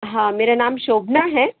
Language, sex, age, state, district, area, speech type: Hindi, female, 30-45, Madhya Pradesh, Jabalpur, urban, conversation